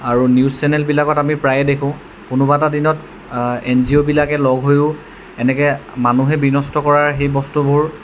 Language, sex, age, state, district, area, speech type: Assamese, male, 18-30, Assam, Jorhat, urban, spontaneous